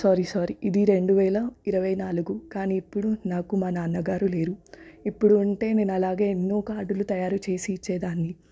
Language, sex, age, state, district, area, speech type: Telugu, female, 18-30, Telangana, Hyderabad, urban, spontaneous